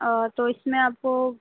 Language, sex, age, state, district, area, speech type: Urdu, female, 18-30, Uttar Pradesh, Gautam Buddha Nagar, urban, conversation